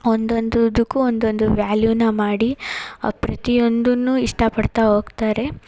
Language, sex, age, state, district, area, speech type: Kannada, female, 30-45, Karnataka, Hassan, urban, spontaneous